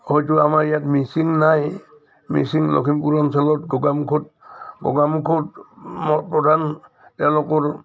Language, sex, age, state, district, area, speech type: Assamese, male, 60+, Assam, Udalguri, rural, spontaneous